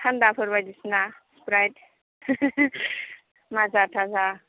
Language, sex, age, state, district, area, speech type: Bodo, female, 30-45, Assam, Kokrajhar, urban, conversation